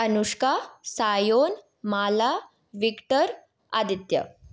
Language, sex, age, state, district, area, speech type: Bengali, female, 18-30, West Bengal, Purulia, urban, spontaneous